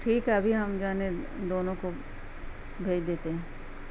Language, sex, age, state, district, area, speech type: Urdu, female, 45-60, Bihar, Gaya, urban, spontaneous